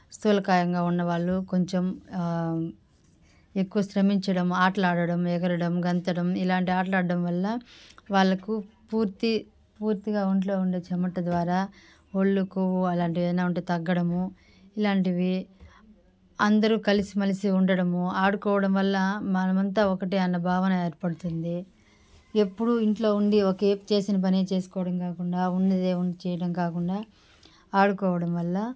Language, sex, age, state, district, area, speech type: Telugu, female, 30-45, Andhra Pradesh, Sri Balaji, rural, spontaneous